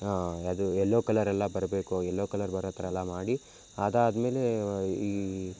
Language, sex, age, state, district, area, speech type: Kannada, male, 18-30, Karnataka, Mysore, rural, spontaneous